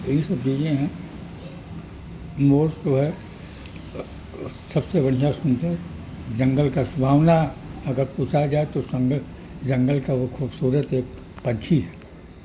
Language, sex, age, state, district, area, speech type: Urdu, male, 60+, Uttar Pradesh, Mirzapur, rural, spontaneous